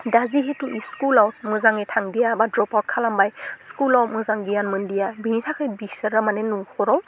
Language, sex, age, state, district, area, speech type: Bodo, female, 18-30, Assam, Udalguri, urban, spontaneous